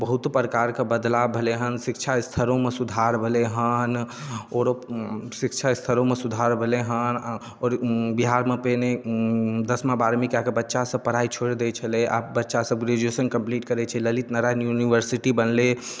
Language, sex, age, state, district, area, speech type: Maithili, male, 18-30, Bihar, Darbhanga, rural, spontaneous